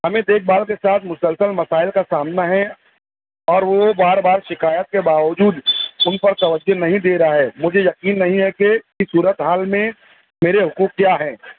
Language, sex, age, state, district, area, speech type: Urdu, male, 45-60, Maharashtra, Nashik, urban, conversation